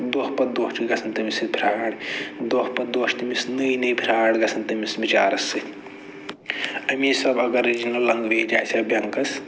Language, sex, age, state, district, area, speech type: Kashmiri, male, 45-60, Jammu and Kashmir, Budgam, rural, spontaneous